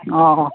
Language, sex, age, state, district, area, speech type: Manipuri, male, 45-60, Manipur, Churachandpur, rural, conversation